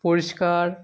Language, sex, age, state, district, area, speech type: Bengali, male, 18-30, West Bengal, South 24 Parganas, urban, spontaneous